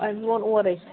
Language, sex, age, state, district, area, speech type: Kashmiri, male, 30-45, Jammu and Kashmir, Srinagar, urban, conversation